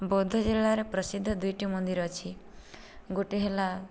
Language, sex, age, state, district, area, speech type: Odia, female, 18-30, Odisha, Boudh, rural, spontaneous